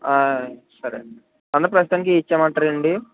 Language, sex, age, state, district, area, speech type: Telugu, male, 18-30, Andhra Pradesh, Konaseema, rural, conversation